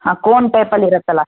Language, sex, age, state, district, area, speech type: Kannada, male, 18-30, Karnataka, Shimoga, rural, conversation